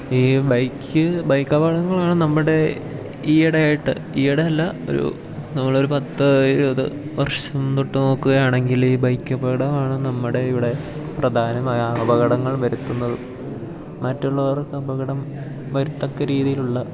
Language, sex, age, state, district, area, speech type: Malayalam, male, 18-30, Kerala, Idukki, rural, spontaneous